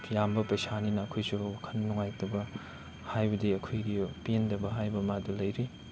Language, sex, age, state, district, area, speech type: Manipuri, male, 18-30, Manipur, Chandel, rural, spontaneous